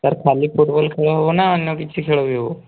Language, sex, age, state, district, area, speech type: Odia, male, 18-30, Odisha, Mayurbhanj, rural, conversation